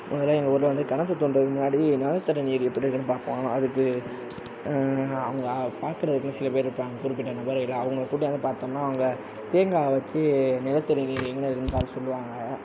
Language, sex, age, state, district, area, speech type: Tamil, male, 30-45, Tamil Nadu, Sivaganga, rural, spontaneous